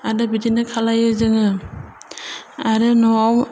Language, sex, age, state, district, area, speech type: Bodo, female, 30-45, Assam, Chirang, urban, spontaneous